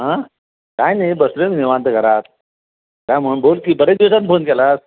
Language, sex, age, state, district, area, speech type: Marathi, male, 60+, Maharashtra, Sangli, rural, conversation